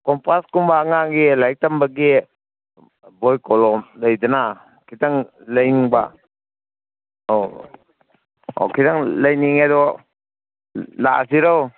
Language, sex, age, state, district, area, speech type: Manipuri, male, 60+, Manipur, Kangpokpi, urban, conversation